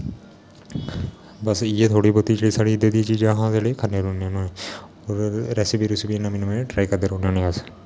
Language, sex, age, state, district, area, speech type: Dogri, male, 18-30, Jammu and Kashmir, Kathua, rural, spontaneous